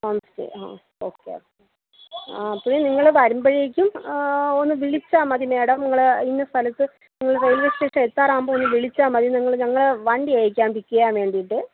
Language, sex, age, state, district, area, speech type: Malayalam, female, 30-45, Kerala, Thiruvananthapuram, rural, conversation